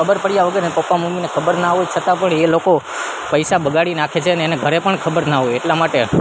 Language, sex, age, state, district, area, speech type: Gujarati, male, 18-30, Gujarat, Junagadh, rural, spontaneous